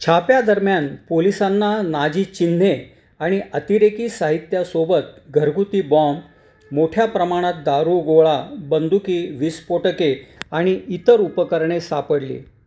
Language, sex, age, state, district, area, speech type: Marathi, male, 60+, Maharashtra, Nashik, urban, read